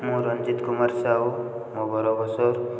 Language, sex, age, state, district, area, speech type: Odia, male, 30-45, Odisha, Puri, urban, spontaneous